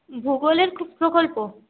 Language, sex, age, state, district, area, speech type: Bengali, female, 30-45, West Bengal, Paschim Bardhaman, urban, conversation